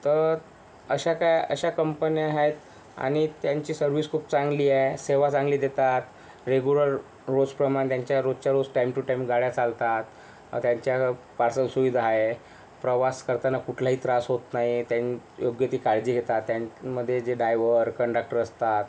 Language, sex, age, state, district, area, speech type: Marathi, male, 18-30, Maharashtra, Yavatmal, rural, spontaneous